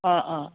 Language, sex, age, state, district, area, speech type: Assamese, female, 30-45, Assam, Sivasagar, rural, conversation